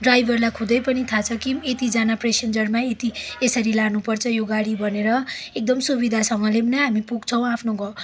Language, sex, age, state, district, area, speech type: Nepali, female, 18-30, West Bengal, Darjeeling, rural, spontaneous